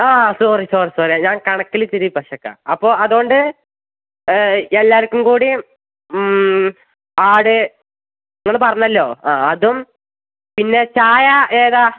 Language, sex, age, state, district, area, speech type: Malayalam, male, 18-30, Kerala, Malappuram, rural, conversation